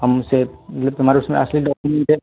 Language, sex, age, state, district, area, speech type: Hindi, male, 18-30, Uttar Pradesh, Mau, rural, conversation